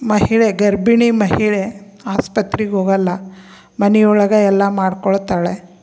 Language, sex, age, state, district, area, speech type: Kannada, female, 45-60, Karnataka, Koppal, rural, spontaneous